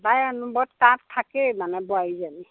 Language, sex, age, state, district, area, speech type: Assamese, female, 60+, Assam, Majuli, urban, conversation